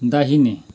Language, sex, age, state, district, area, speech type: Nepali, male, 45-60, West Bengal, Kalimpong, rural, read